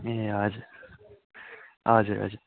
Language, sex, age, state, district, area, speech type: Nepali, male, 18-30, West Bengal, Kalimpong, rural, conversation